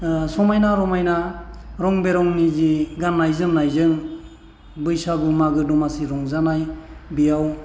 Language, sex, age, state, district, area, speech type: Bodo, male, 45-60, Assam, Chirang, rural, spontaneous